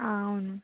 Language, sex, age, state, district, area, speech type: Telugu, female, 18-30, Telangana, Adilabad, urban, conversation